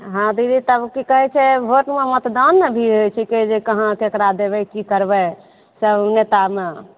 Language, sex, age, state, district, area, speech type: Maithili, female, 30-45, Bihar, Begusarai, rural, conversation